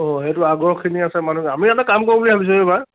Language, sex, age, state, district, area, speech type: Assamese, male, 30-45, Assam, Lakhimpur, rural, conversation